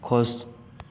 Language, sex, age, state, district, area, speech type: Hindi, male, 18-30, Rajasthan, Bharatpur, rural, read